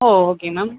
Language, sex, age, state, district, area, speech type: Tamil, male, 18-30, Tamil Nadu, Sivaganga, rural, conversation